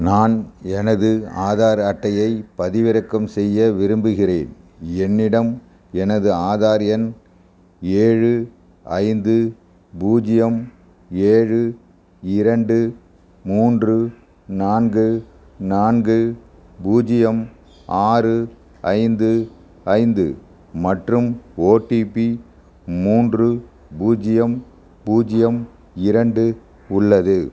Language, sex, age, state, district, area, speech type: Tamil, male, 60+, Tamil Nadu, Ariyalur, rural, read